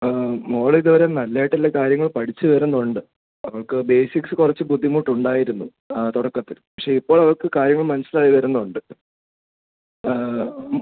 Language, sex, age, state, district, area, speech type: Malayalam, male, 18-30, Kerala, Kottayam, rural, conversation